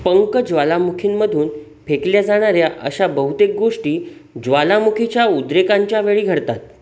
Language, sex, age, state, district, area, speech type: Marathi, male, 30-45, Maharashtra, Sindhudurg, rural, read